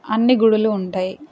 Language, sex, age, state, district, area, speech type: Telugu, female, 30-45, Telangana, Peddapalli, rural, spontaneous